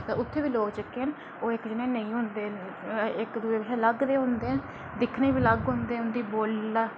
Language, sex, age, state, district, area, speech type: Dogri, female, 30-45, Jammu and Kashmir, Reasi, rural, spontaneous